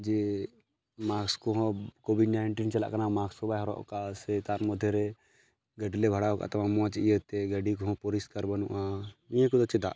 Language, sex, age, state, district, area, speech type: Santali, male, 18-30, West Bengal, Malda, rural, spontaneous